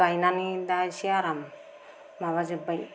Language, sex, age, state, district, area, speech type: Bodo, female, 30-45, Assam, Kokrajhar, rural, spontaneous